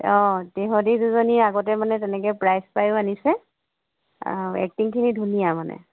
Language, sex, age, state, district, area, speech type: Assamese, female, 30-45, Assam, Lakhimpur, rural, conversation